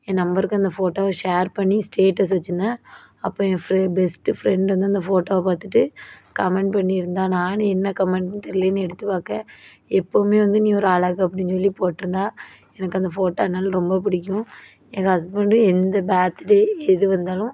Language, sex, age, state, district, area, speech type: Tamil, female, 18-30, Tamil Nadu, Thoothukudi, urban, spontaneous